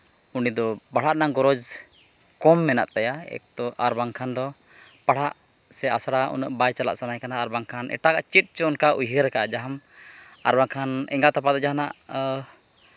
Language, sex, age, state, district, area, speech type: Santali, male, 30-45, Jharkhand, East Singhbhum, rural, spontaneous